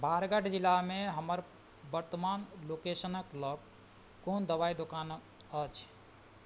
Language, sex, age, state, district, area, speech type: Maithili, male, 45-60, Bihar, Madhubani, rural, read